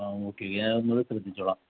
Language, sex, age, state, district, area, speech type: Malayalam, male, 30-45, Kerala, Ernakulam, rural, conversation